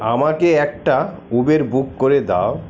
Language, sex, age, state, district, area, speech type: Bengali, male, 60+, West Bengal, Paschim Bardhaman, urban, read